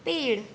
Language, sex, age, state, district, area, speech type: Hindi, female, 18-30, Madhya Pradesh, Chhindwara, urban, read